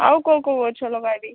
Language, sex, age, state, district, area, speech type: Odia, female, 30-45, Odisha, Boudh, rural, conversation